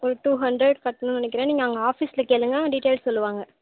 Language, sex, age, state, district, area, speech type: Tamil, female, 18-30, Tamil Nadu, Thanjavur, rural, conversation